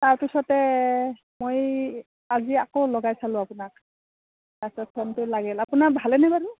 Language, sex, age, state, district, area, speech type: Assamese, female, 45-60, Assam, Udalguri, rural, conversation